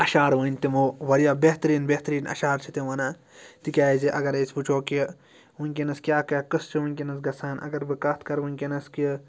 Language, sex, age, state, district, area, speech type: Kashmiri, male, 30-45, Jammu and Kashmir, Bandipora, rural, spontaneous